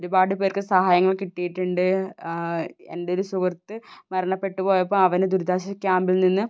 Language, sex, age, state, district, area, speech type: Malayalam, female, 30-45, Kerala, Wayanad, rural, spontaneous